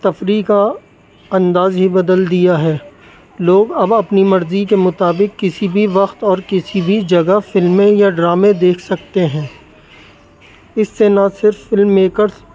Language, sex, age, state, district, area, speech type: Urdu, male, 30-45, Uttar Pradesh, Rampur, urban, spontaneous